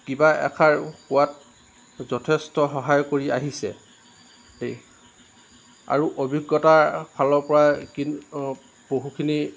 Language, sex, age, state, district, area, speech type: Assamese, male, 45-60, Assam, Lakhimpur, rural, spontaneous